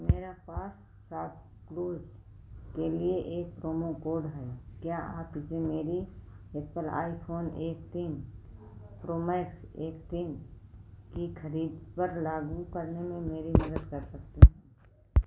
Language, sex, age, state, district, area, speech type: Hindi, female, 60+, Uttar Pradesh, Ayodhya, rural, read